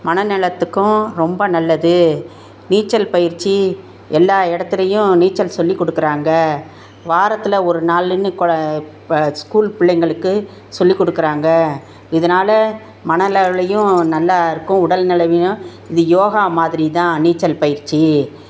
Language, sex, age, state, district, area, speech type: Tamil, female, 60+, Tamil Nadu, Tiruchirappalli, rural, spontaneous